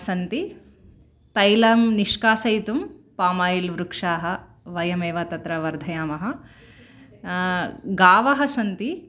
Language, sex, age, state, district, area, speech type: Sanskrit, female, 45-60, Telangana, Bhadradri Kothagudem, urban, spontaneous